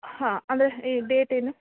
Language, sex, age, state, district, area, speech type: Kannada, female, 30-45, Karnataka, Koppal, rural, conversation